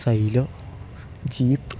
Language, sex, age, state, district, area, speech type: Malayalam, male, 30-45, Kerala, Idukki, rural, spontaneous